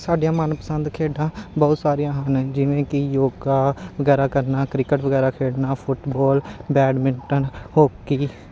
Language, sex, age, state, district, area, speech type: Punjabi, male, 30-45, Punjab, Amritsar, urban, spontaneous